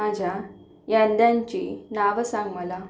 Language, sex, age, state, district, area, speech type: Marathi, female, 30-45, Maharashtra, Akola, urban, read